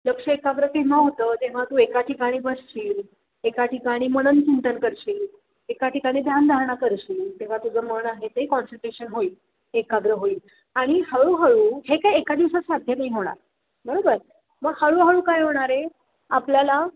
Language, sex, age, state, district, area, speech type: Marathi, female, 30-45, Maharashtra, Satara, urban, conversation